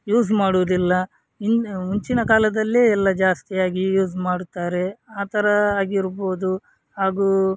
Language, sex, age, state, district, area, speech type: Kannada, male, 30-45, Karnataka, Udupi, rural, spontaneous